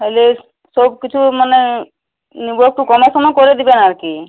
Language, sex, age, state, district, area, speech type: Bengali, female, 18-30, West Bengal, Uttar Dinajpur, urban, conversation